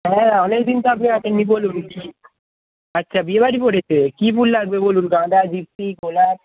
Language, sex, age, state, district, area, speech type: Bengali, male, 18-30, West Bengal, Darjeeling, rural, conversation